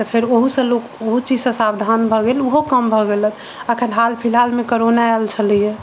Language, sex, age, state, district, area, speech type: Maithili, female, 45-60, Bihar, Sitamarhi, urban, spontaneous